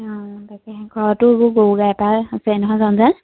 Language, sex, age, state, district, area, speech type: Assamese, female, 18-30, Assam, Majuli, urban, conversation